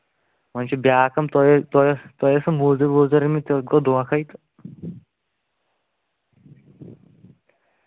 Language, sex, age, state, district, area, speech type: Kashmiri, male, 18-30, Jammu and Kashmir, Kulgam, rural, conversation